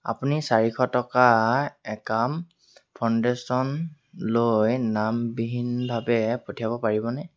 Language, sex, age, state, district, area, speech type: Assamese, male, 18-30, Assam, Sivasagar, rural, read